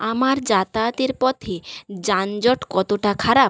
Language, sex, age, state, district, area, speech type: Bengali, female, 45-60, West Bengal, Jhargram, rural, read